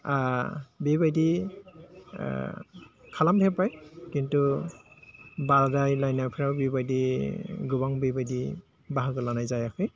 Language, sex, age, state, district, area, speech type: Bodo, male, 30-45, Assam, Udalguri, urban, spontaneous